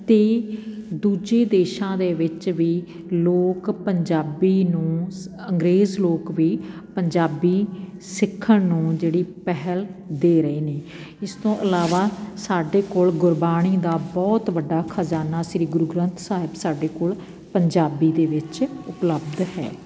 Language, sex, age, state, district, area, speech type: Punjabi, female, 45-60, Punjab, Patiala, rural, spontaneous